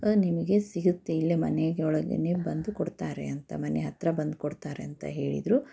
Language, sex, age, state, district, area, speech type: Kannada, female, 30-45, Karnataka, Chikkaballapur, rural, spontaneous